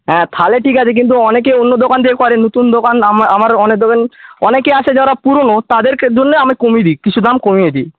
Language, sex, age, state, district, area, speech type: Bengali, male, 18-30, West Bengal, Paschim Medinipur, rural, conversation